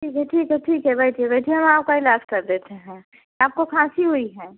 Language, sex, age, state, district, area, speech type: Hindi, female, 18-30, Uttar Pradesh, Prayagraj, rural, conversation